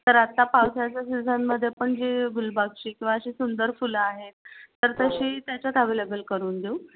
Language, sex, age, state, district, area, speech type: Marathi, female, 45-60, Maharashtra, Pune, urban, conversation